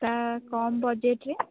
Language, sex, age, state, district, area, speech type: Odia, female, 45-60, Odisha, Sundergarh, rural, conversation